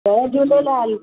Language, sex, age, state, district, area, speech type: Sindhi, female, 60+, Maharashtra, Mumbai Suburban, urban, conversation